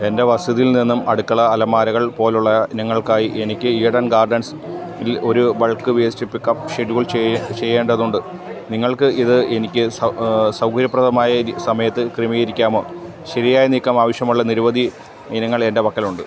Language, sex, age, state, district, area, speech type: Malayalam, male, 30-45, Kerala, Alappuzha, rural, read